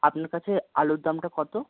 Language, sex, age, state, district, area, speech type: Bengali, male, 18-30, West Bengal, Birbhum, urban, conversation